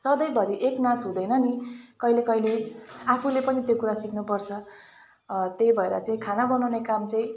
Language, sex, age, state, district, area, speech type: Nepali, female, 30-45, West Bengal, Jalpaiguri, urban, spontaneous